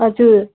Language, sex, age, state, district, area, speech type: Nepali, female, 30-45, West Bengal, Darjeeling, rural, conversation